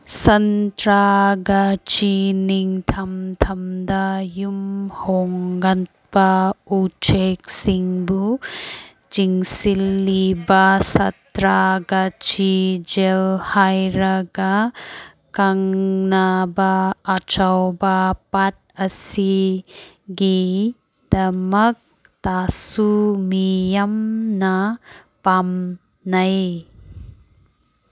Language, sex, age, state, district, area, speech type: Manipuri, female, 18-30, Manipur, Kangpokpi, urban, read